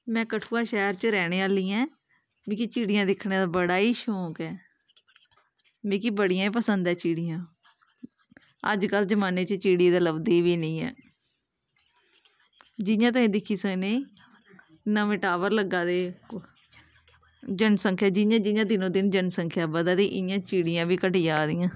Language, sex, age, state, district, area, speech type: Dogri, female, 18-30, Jammu and Kashmir, Kathua, rural, spontaneous